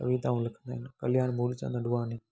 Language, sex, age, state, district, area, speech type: Sindhi, male, 18-30, Gujarat, Junagadh, urban, spontaneous